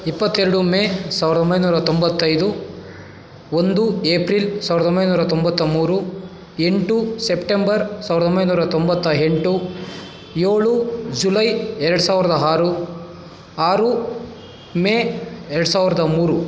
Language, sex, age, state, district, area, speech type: Kannada, male, 30-45, Karnataka, Kolar, rural, spontaneous